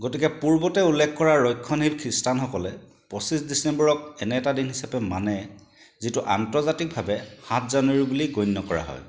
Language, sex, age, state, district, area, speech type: Assamese, male, 45-60, Assam, Charaideo, urban, read